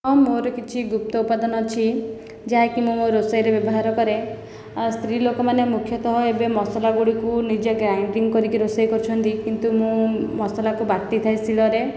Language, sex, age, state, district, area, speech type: Odia, female, 18-30, Odisha, Khordha, rural, spontaneous